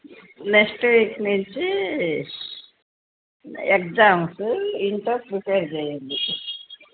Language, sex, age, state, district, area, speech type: Telugu, female, 45-60, Andhra Pradesh, N T Rama Rao, urban, conversation